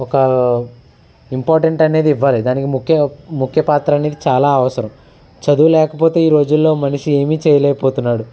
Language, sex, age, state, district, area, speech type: Telugu, male, 30-45, Andhra Pradesh, Eluru, rural, spontaneous